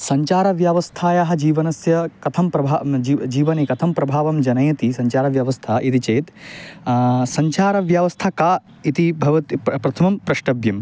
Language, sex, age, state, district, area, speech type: Sanskrit, male, 18-30, West Bengal, Paschim Medinipur, urban, spontaneous